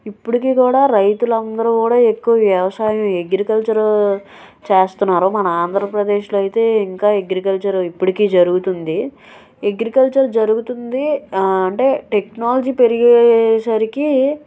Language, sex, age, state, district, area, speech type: Telugu, female, 18-30, Andhra Pradesh, Anakapalli, urban, spontaneous